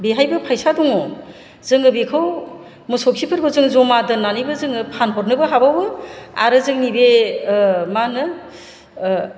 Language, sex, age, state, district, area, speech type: Bodo, female, 45-60, Assam, Chirang, rural, spontaneous